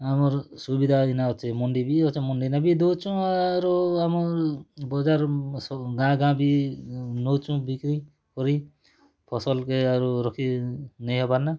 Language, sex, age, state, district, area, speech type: Odia, male, 45-60, Odisha, Kalahandi, rural, spontaneous